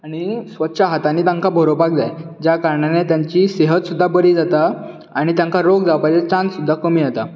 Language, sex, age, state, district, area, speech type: Goan Konkani, male, 18-30, Goa, Bardez, urban, spontaneous